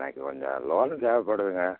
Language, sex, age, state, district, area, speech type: Tamil, male, 60+, Tamil Nadu, Namakkal, rural, conversation